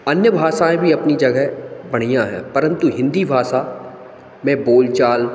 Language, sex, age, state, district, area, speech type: Hindi, male, 30-45, Madhya Pradesh, Hoshangabad, rural, spontaneous